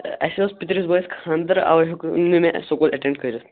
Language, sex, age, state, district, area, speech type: Kashmiri, male, 18-30, Jammu and Kashmir, Shopian, urban, conversation